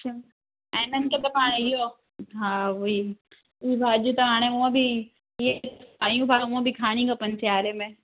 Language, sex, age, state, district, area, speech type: Sindhi, female, 18-30, Gujarat, Kutch, rural, conversation